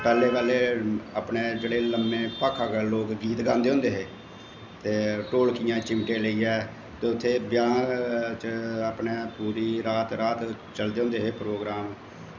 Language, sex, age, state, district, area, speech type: Dogri, male, 45-60, Jammu and Kashmir, Jammu, urban, spontaneous